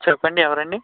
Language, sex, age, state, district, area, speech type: Telugu, male, 18-30, Andhra Pradesh, West Godavari, rural, conversation